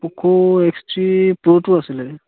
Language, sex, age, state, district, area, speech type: Assamese, male, 18-30, Assam, Charaideo, rural, conversation